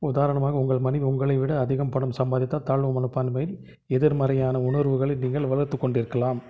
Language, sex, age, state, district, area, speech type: Tamil, male, 45-60, Tamil Nadu, Krishnagiri, rural, read